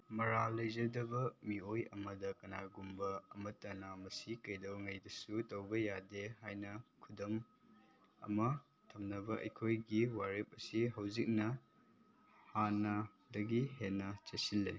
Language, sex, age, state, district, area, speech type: Manipuri, male, 18-30, Manipur, Chandel, rural, read